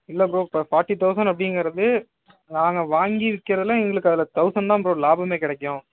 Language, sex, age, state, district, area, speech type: Tamil, male, 30-45, Tamil Nadu, Ariyalur, rural, conversation